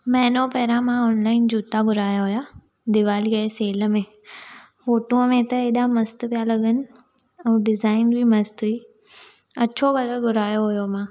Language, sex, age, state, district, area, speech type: Sindhi, female, 18-30, Gujarat, Surat, urban, spontaneous